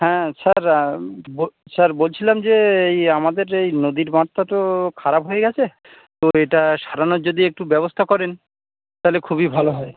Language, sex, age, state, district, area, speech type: Bengali, male, 30-45, West Bengal, Birbhum, urban, conversation